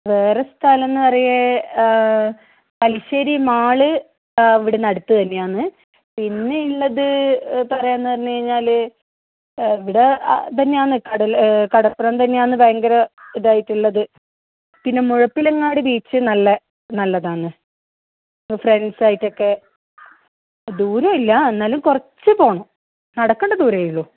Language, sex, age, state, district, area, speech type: Malayalam, female, 18-30, Kerala, Kannur, rural, conversation